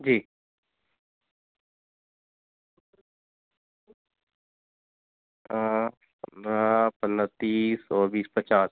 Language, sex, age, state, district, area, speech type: Hindi, male, 30-45, Madhya Pradesh, Hoshangabad, urban, conversation